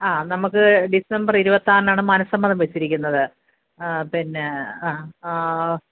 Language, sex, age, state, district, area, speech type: Malayalam, female, 45-60, Kerala, Kottayam, urban, conversation